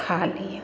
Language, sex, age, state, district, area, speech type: Maithili, female, 30-45, Bihar, Samastipur, urban, spontaneous